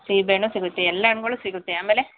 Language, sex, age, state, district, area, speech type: Kannada, female, 30-45, Karnataka, Mandya, rural, conversation